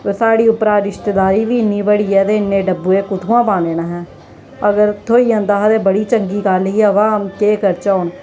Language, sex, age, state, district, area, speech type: Dogri, female, 18-30, Jammu and Kashmir, Jammu, rural, spontaneous